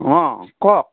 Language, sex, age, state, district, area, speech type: Assamese, male, 60+, Assam, Golaghat, urban, conversation